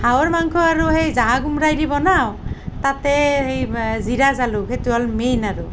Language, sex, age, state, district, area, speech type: Assamese, female, 45-60, Assam, Nalbari, rural, spontaneous